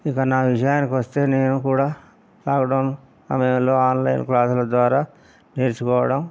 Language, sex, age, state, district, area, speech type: Telugu, male, 60+, Telangana, Hanamkonda, rural, spontaneous